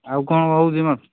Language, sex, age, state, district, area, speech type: Odia, male, 45-60, Odisha, Angul, rural, conversation